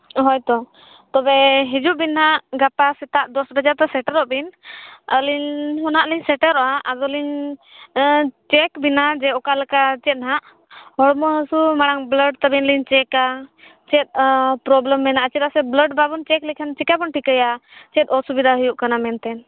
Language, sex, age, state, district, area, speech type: Santali, female, 18-30, Jharkhand, East Singhbhum, rural, conversation